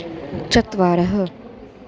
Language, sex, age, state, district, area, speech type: Sanskrit, female, 18-30, Maharashtra, Chandrapur, urban, read